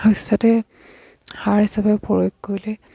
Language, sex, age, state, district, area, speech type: Assamese, female, 60+, Assam, Dibrugarh, rural, spontaneous